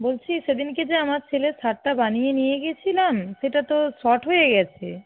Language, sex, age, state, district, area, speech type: Bengali, female, 60+, West Bengal, Nadia, rural, conversation